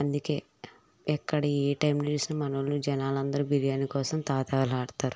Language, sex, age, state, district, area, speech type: Telugu, female, 18-30, Andhra Pradesh, N T Rama Rao, rural, spontaneous